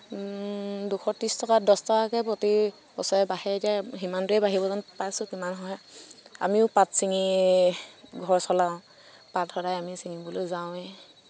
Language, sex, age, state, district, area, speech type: Assamese, female, 30-45, Assam, Sivasagar, rural, spontaneous